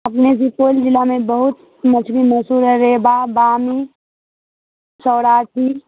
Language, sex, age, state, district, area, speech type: Urdu, female, 45-60, Bihar, Supaul, rural, conversation